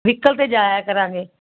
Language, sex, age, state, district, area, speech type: Punjabi, female, 60+, Punjab, Fazilka, rural, conversation